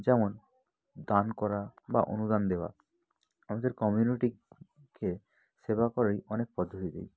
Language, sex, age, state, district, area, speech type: Bengali, male, 18-30, West Bengal, North 24 Parganas, rural, spontaneous